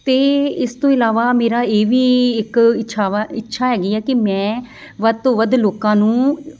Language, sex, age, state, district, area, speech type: Punjabi, female, 30-45, Punjab, Amritsar, urban, spontaneous